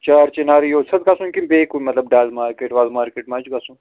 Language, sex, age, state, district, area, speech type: Kashmiri, male, 30-45, Jammu and Kashmir, Srinagar, urban, conversation